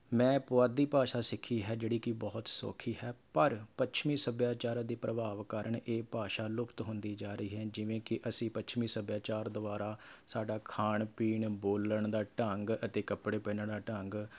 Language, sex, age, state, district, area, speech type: Punjabi, male, 30-45, Punjab, Rupnagar, urban, spontaneous